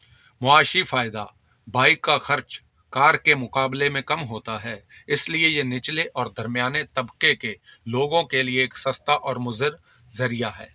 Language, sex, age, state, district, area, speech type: Urdu, male, 45-60, Delhi, South Delhi, urban, spontaneous